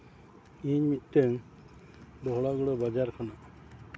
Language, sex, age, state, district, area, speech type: Santali, male, 45-60, Jharkhand, East Singhbhum, rural, spontaneous